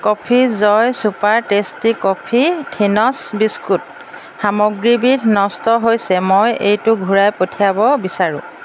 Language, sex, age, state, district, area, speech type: Assamese, female, 45-60, Assam, Jorhat, urban, read